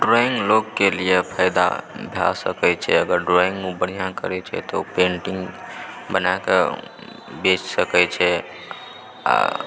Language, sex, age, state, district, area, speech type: Maithili, male, 18-30, Bihar, Supaul, rural, spontaneous